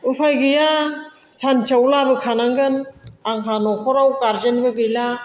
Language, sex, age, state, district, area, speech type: Bodo, female, 60+, Assam, Chirang, rural, spontaneous